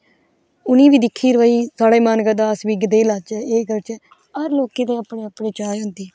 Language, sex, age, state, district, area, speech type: Dogri, female, 18-30, Jammu and Kashmir, Udhampur, rural, spontaneous